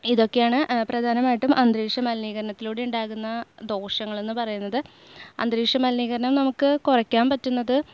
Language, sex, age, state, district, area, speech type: Malayalam, female, 18-30, Kerala, Ernakulam, rural, spontaneous